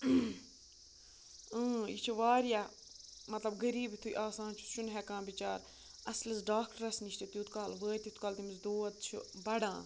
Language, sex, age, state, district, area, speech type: Kashmiri, female, 18-30, Jammu and Kashmir, Budgam, rural, spontaneous